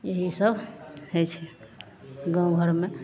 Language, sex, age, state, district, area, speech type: Maithili, female, 45-60, Bihar, Madhepura, rural, spontaneous